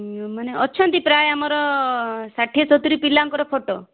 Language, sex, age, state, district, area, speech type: Odia, female, 30-45, Odisha, Malkangiri, urban, conversation